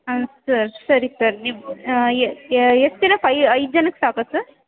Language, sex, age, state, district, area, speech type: Kannada, female, 18-30, Karnataka, Chamarajanagar, rural, conversation